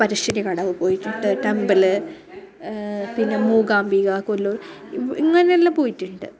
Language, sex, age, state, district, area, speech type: Malayalam, female, 30-45, Kerala, Kasaragod, rural, spontaneous